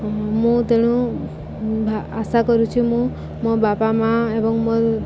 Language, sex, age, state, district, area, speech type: Odia, female, 18-30, Odisha, Subarnapur, urban, spontaneous